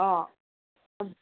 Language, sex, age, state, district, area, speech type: Assamese, female, 30-45, Assam, Dhemaji, rural, conversation